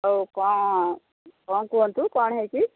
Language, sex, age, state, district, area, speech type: Odia, female, 45-60, Odisha, Angul, rural, conversation